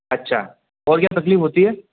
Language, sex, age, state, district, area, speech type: Hindi, male, 45-60, Rajasthan, Jodhpur, urban, conversation